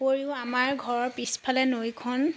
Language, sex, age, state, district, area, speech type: Assamese, female, 30-45, Assam, Jorhat, urban, spontaneous